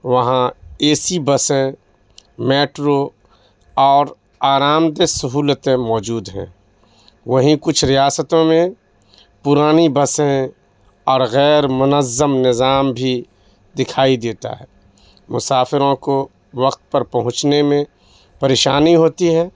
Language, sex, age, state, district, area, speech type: Urdu, male, 30-45, Bihar, Madhubani, rural, spontaneous